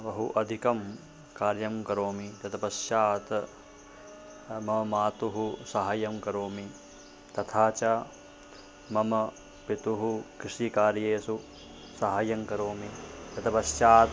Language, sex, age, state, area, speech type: Sanskrit, male, 18-30, Madhya Pradesh, rural, spontaneous